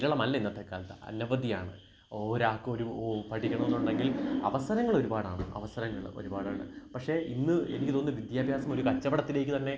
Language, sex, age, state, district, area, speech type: Malayalam, male, 18-30, Kerala, Kottayam, rural, spontaneous